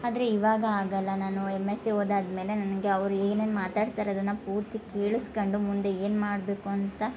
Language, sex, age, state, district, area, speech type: Kannada, female, 30-45, Karnataka, Hassan, rural, spontaneous